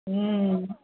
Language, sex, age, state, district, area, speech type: Maithili, female, 18-30, Bihar, Muzaffarpur, rural, conversation